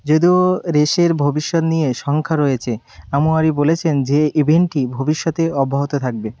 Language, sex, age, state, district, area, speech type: Bengali, male, 18-30, West Bengal, Birbhum, urban, read